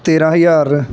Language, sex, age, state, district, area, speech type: Punjabi, male, 30-45, Punjab, Gurdaspur, rural, spontaneous